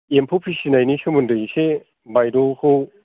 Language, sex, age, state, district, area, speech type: Bodo, female, 45-60, Assam, Kokrajhar, rural, conversation